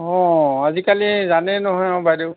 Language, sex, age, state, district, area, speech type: Assamese, male, 60+, Assam, Nagaon, rural, conversation